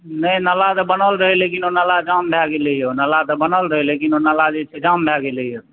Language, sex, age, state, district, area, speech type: Maithili, male, 30-45, Bihar, Supaul, rural, conversation